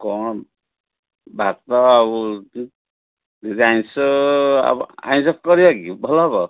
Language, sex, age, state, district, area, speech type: Odia, male, 60+, Odisha, Sundergarh, urban, conversation